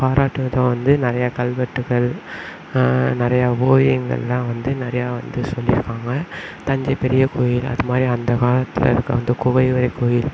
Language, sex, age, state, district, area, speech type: Tamil, male, 18-30, Tamil Nadu, Sivaganga, rural, spontaneous